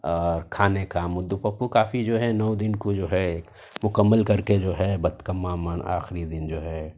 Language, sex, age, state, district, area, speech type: Urdu, male, 30-45, Telangana, Hyderabad, urban, spontaneous